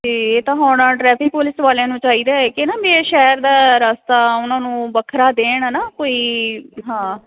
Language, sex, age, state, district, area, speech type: Punjabi, female, 45-60, Punjab, Jalandhar, urban, conversation